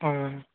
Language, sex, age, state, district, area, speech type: Santali, male, 18-30, West Bengal, Purba Bardhaman, rural, conversation